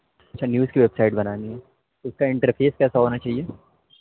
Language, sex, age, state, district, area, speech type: Urdu, male, 18-30, Delhi, North East Delhi, urban, conversation